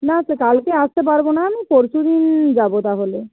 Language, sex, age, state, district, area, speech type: Bengali, female, 60+, West Bengal, Nadia, rural, conversation